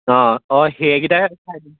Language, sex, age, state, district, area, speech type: Assamese, male, 18-30, Assam, Lakhimpur, urban, conversation